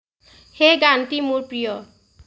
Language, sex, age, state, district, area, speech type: Assamese, female, 45-60, Assam, Lakhimpur, rural, read